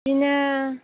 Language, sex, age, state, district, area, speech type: Bodo, female, 18-30, Assam, Chirang, rural, conversation